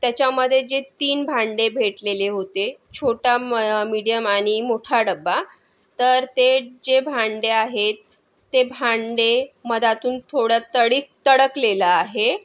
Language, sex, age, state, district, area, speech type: Marathi, female, 45-60, Maharashtra, Yavatmal, urban, spontaneous